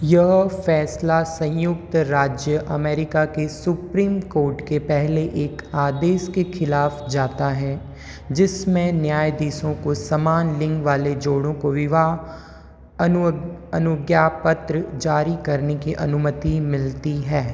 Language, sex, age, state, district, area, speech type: Hindi, female, 18-30, Rajasthan, Jodhpur, urban, read